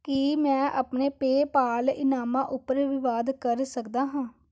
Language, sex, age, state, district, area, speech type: Punjabi, female, 18-30, Punjab, Amritsar, urban, read